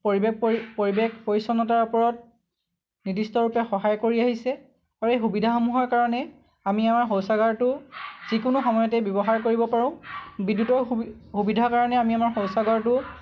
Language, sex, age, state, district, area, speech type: Assamese, male, 18-30, Assam, Lakhimpur, rural, spontaneous